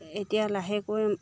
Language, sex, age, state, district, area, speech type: Assamese, female, 30-45, Assam, Dibrugarh, urban, spontaneous